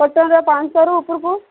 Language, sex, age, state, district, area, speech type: Odia, female, 30-45, Odisha, Sambalpur, rural, conversation